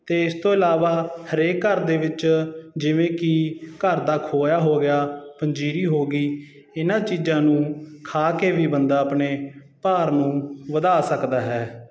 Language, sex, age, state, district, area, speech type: Punjabi, male, 30-45, Punjab, Sangrur, rural, spontaneous